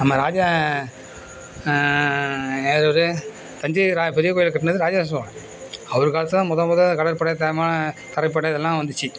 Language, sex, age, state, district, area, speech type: Tamil, male, 60+, Tamil Nadu, Nagapattinam, rural, spontaneous